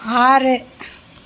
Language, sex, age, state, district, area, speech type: Tamil, female, 30-45, Tamil Nadu, Mayiladuthurai, rural, read